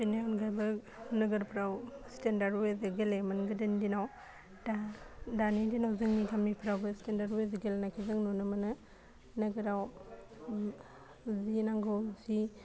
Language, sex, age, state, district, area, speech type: Bodo, female, 18-30, Assam, Udalguri, urban, spontaneous